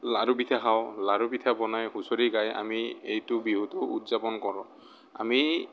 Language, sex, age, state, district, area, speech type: Assamese, male, 30-45, Assam, Morigaon, rural, spontaneous